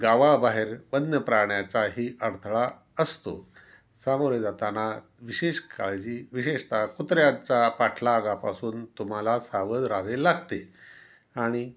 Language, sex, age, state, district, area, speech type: Marathi, male, 60+, Maharashtra, Osmanabad, rural, spontaneous